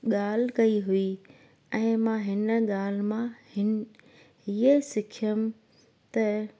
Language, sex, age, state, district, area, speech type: Sindhi, female, 30-45, Gujarat, Junagadh, rural, spontaneous